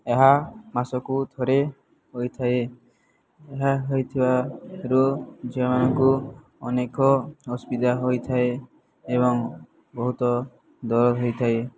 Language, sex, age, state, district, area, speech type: Odia, male, 18-30, Odisha, Subarnapur, urban, spontaneous